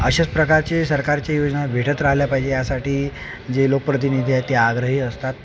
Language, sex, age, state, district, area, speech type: Marathi, male, 18-30, Maharashtra, Akola, rural, spontaneous